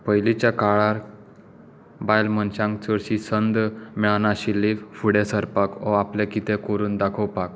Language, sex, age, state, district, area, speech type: Goan Konkani, male, 18-30, Goa, Tiswadi, rural, spontaneous